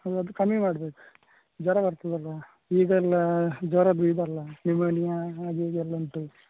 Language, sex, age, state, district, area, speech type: Kannada, male, 18-30, Karnataka, Udupi, rural, conversation